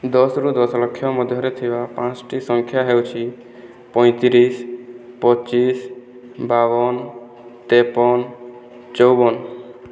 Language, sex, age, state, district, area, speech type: Odia, male, 30-45, Odisha, Boudh, rural, spontaneous